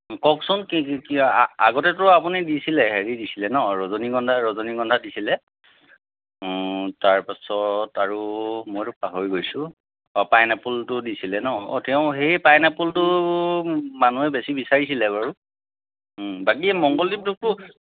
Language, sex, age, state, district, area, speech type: Assamese, male, 30-45, Assam, Majuli, urban, conversation